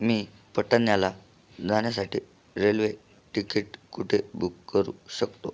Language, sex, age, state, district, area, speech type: Marathi, male, 18-30, Maharashtra, Buldhana, rural, read